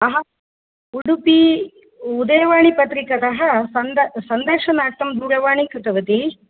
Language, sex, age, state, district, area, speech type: Sanskrit, female, 45-60, Kerala, Kasaragod, rural, conversation